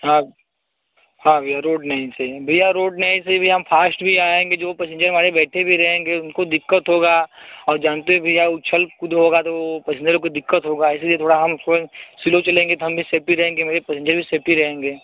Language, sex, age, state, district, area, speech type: Hindi, male, 30-45, Uttar Pradesh, Mirzapur, rural, conversation